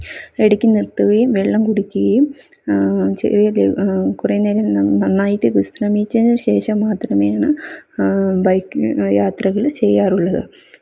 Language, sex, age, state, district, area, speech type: Malayalam, female, 30-45, Kerala, Palakkad, rural, spontaneous